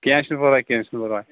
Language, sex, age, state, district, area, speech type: Kashmiri, male, 30-45, Jammu and Kashmir, Kulgam, rural, conversation